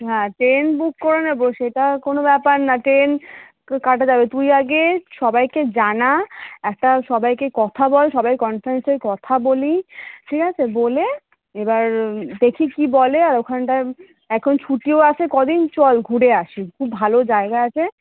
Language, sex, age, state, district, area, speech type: Bengali, female, 30-45, West Bengal, Kolkata, urban, conversation